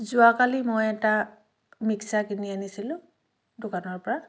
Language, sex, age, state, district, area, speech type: Assamese, female, 60+, Assam, Dhemaji, urban, spontaneous